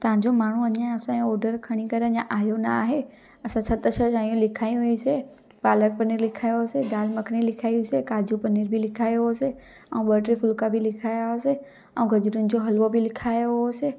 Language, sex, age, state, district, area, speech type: Sindhi, female, 18-30, Gujarat, Junagadh, rural, spontaneous